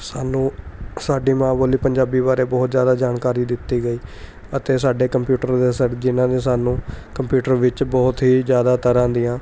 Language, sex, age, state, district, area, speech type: Punjabi, male, 18-30, Punjab, Mohali, urban, spontaneous